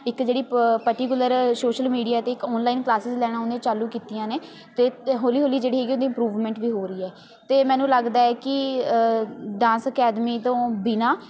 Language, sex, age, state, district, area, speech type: Punjabi, female, 18-30, Punjab, Patiala, rural, spontaneous